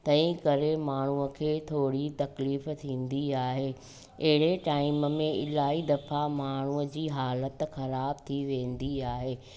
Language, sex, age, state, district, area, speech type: Sindhi, female, 45-60, Gujarat, Junagadh, rural, spontaneous